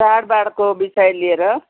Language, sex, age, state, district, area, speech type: Nepali, female, 60+, West Bengal, Kalimpong, rural, conversation